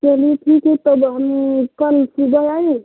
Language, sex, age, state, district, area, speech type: Hindi, female, 30-45, Uttar Pradesh, Mau, rural, conversation